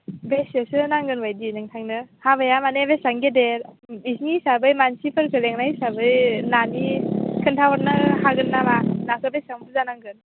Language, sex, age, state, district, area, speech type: Bodo, female, 18-30, Assam, Baksa, rural, conversation